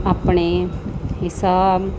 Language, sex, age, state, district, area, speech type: Punjabi, female, 30-45, Punjab, Muktsar, urban, spontaneous